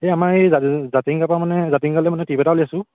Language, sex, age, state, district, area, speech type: Assamese, male, 18-30, Assam, Sivasagar, urban, conversation